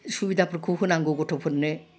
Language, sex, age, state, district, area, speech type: Bodo, female, 60+, Assam, Udalguri, urban, spontaneous